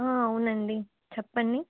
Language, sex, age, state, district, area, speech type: Telugu, female, 18-30, Telangana, Warangal, rural, conversation